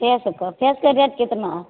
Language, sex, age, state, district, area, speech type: Maithili, female, 30-45, Bihar, Begusarai, rural, conversation